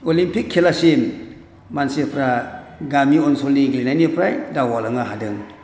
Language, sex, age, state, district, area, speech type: Bodo, male, 60+, Assam, Chirang, rural, spontaneous